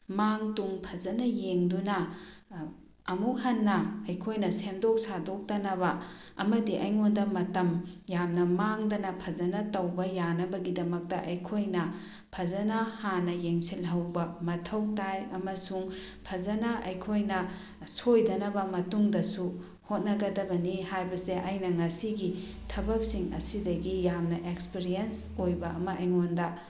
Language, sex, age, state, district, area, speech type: Manipuri, female, 45-60, Manipur, Bishnupur, rural, spontaneous